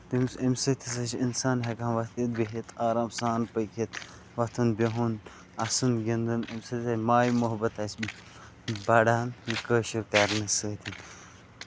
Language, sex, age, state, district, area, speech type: Kashmiri, male, 18-30, Jammu and Kashmir, Bandipora, rural, spontaneous